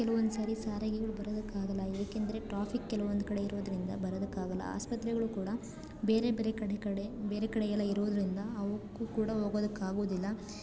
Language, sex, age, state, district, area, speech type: Kannada, female, 18-30, Karnataka, Chikkaballapur, rural, spontaneous